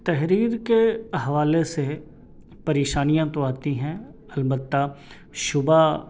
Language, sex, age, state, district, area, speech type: Urdu, male, 30-45, Delhi, South Delhi, urban, spontaneous